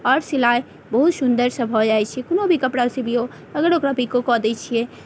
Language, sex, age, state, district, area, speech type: Maithili, female, 30-45, Bihar, Madhubani, rural, spontaneous